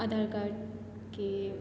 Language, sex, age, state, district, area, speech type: Gujarati, female, 18-30, Gujarat, Surat, rural, spontaneous